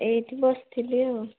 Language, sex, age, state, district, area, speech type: Odia, female, 30-45, Odisha, Cuttack, urban, conversation